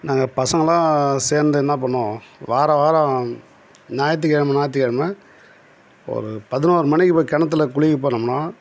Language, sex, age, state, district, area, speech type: Tamil, male, 60+, Tamil Nadu, Tiruvannamalai, rural, spontaneous